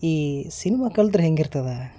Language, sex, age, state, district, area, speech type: Kannada, male, 30-45, Karnataka, Gulbarga, urban, spontaneous